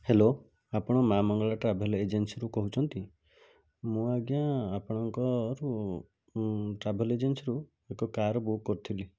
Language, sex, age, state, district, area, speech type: Odia, male, 30-45, Odisha, Cuttack, urban, spontaneous